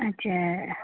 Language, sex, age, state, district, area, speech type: Nepali, female, 30-45, West Bengal, Jalpaiguri, urban, conversation